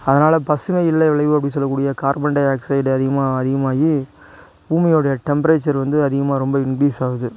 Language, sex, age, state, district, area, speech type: Tamil, male, 45-60, Tamil Nadu, Tiruchirappalli, rural, spontaneous